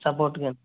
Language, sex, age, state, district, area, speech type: Telugu, male, 30-45, Andhra Pradesh, East Godavari, rural, conversation